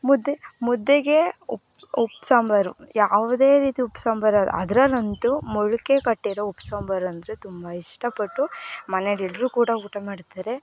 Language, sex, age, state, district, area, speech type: Kannada, female, 18-30, Karnataka, Mysore, rural, spontaneous